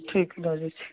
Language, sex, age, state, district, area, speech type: Maithili, male, 18-30, Bihar, Samastipur, rural, conversation